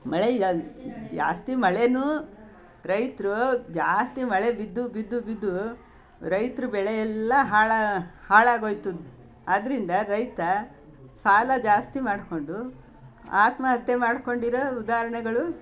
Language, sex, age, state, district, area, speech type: Kannada, female, 60+, Karnataka, Mysore, rural, spontaneous